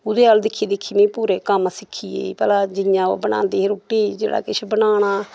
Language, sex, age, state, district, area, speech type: Dogri, female, 60+, Jammu and Kashmir, Samba, rural, spontaneous